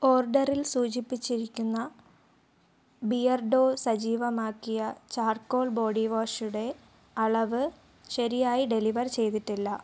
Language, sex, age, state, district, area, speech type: Malayalam, female, 18-30, Kerala, Thiruvananthapuram, rural, read